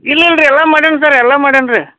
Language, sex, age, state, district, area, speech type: Kannada, male, 45-60, Karnataka, Belgaum, rural, conversation